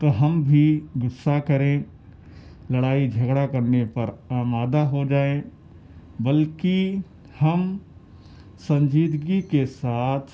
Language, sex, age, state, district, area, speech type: Urdu, male, 18-30, Delhi, South Delhi, urban, spontaneous